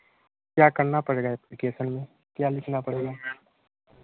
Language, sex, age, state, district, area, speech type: Hindi, male, 30-45, Uttar Pradesh, Mau, rural, conversation